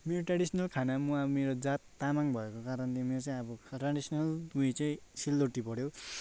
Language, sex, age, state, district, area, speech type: Nepali, male, 18-30, West Bengal, Darjeeling, urban, spontaneous